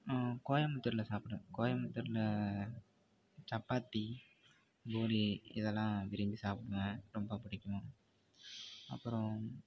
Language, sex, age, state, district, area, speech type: Tamil, male, 30-45, Tamil Nadu, Mayiladuthurai, urban, spontaneous